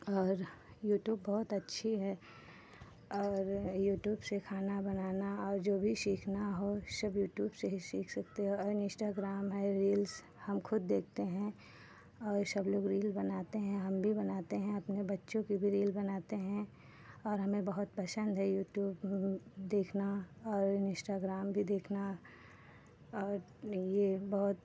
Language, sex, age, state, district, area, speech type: Hindi, female, 30-45, Uttar Pradesh, Hardoi, rural, spontaneous